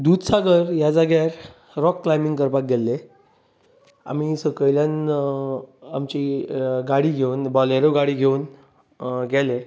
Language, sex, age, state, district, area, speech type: Goan Konkani, male, 30-45, Goa, Bardez, urban, spontaneous